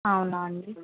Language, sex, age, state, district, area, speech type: Telugu, female, 18-30, Telangana, Sangareddy, urban, conversation